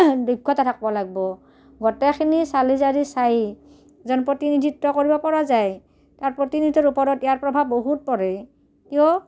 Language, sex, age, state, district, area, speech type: Assamese, female, 45-60, Assam, Udalguri, rural, spontaneous